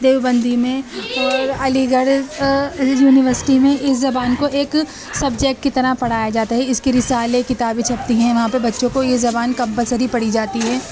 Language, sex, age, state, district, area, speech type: Urdu, female, 30-45, Delhi, East Delhi, urban, spontaneous